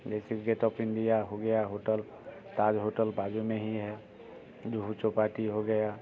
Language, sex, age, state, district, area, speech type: Hindi, male, 45-60, Bihar, Muzaffarpur, rural, spontaneous